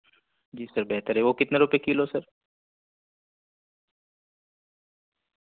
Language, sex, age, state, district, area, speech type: Urdu, male, 30-45, Delhi, North East Delhi, urban, conversation